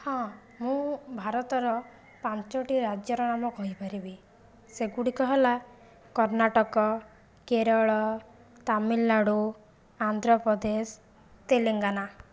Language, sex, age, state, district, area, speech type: Odia, female, 45-60, Odisha, Jajpur, rural, spontaneous